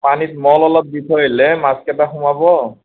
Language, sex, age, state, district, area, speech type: Assamese, male, 30-45, Assam, Nalbari, rural, conversation